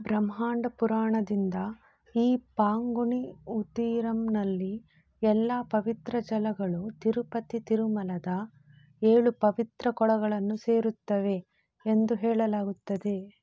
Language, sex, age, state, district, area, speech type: Kannada, female, 30-45, Karnataka, Udupi, rural, read